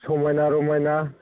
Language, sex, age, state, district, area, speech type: Bodo, male, 45-60, Assam, Baksa, rural, conversation